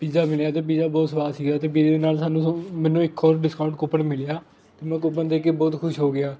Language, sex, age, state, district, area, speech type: Punjabi, male, 18-30, Punjab, Fatehgarh Sahib, rural, spontaneous